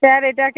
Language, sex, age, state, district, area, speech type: Bengali, female, 30-45, West Bengal, Hooghly, urban, conversation